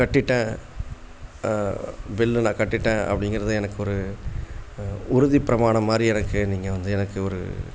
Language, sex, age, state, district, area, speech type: Tamil, male, 60+, Tamil Nadu, Tiruppur, rural, spontaneous